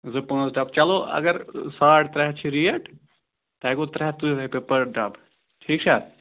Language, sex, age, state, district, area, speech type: Kashmiri, male, 30-45, Jammu and Kashmir, Srinagar, urban, conversation